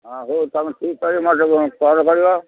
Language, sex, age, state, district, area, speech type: Odia, male, 60+, Odisha, Gajapati, rural, conversation